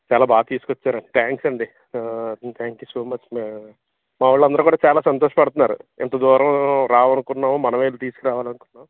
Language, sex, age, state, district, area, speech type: Telugu, male, 30-45, Andhra Pradesh, Alluri Sitarama Raju, urban, conversation